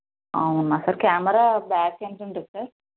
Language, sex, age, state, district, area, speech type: Telugu, female, 30-45, Telangana, Vikarabad, urban, conversation